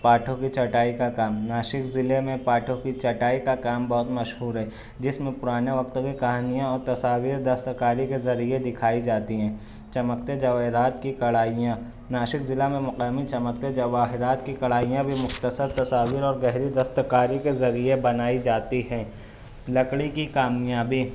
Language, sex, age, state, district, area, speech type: Urdu, male, 18-30, Maharashtra, Nashik, urban, spontaneous